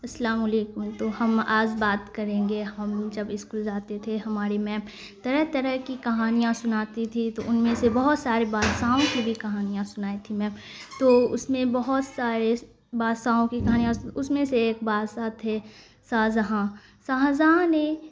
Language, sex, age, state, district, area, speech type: Urdu, female, 18-30, Bihar, Khagaria, rural, spontaneous